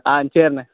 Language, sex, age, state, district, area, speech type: Tamil, male, 18-30, Tamil Nadu, Thoothukudi, rural, conversation